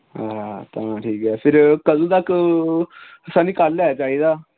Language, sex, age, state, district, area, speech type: Dogri, male, 18-30, Jammu and Kashmir, Samba, rural, conversation